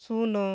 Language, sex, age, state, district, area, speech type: Odia, female, 45-60, Odisha, Kalahandi, rural, read